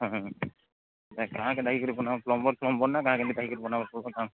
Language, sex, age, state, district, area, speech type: Odia, male, 18-30, Odisha, Nuapada, urban, conversation